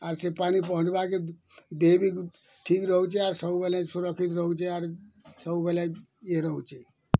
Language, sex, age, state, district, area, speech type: Odia, male, 60+, Odisha, Bargarh, urban, spontaneous